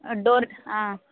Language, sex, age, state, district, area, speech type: Telugu, female, 18-30, Andhra Pradesh, Sri Balaji, urban, conversation